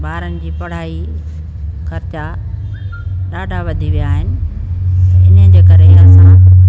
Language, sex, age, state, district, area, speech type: Sindhi, female, 60+, Delhi, South Delhi, rural, spontaneous